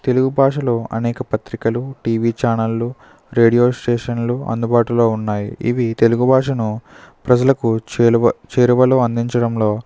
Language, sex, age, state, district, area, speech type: Telugu, male, 30-45, Andhra Pradesh, Eluru, rural, spontaneous